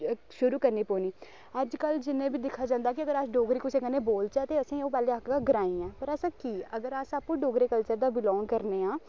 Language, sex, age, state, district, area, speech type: Dogri, male, 18-30, Jammu and Kashmir, Reasi, rural, spontaneous